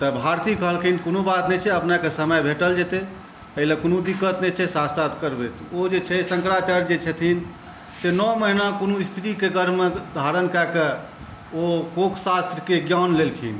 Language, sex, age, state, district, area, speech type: Maithili, male, 30-45, Bihar, Saharsa, rural, spontaneous